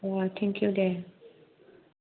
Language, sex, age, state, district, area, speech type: Bodo, female, 18-30, Assam, Kokrajhar, rural, conversation